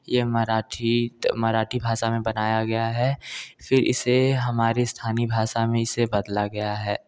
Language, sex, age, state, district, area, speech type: Hindi, male, 18-30, Uttar Pradesh, Bhadohi, rural, spontaneous